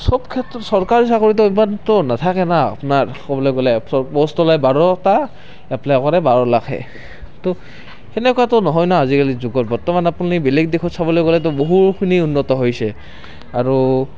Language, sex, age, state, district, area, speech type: Assamese, male, 18-30, Assam, Barpeta, rural, spontaneous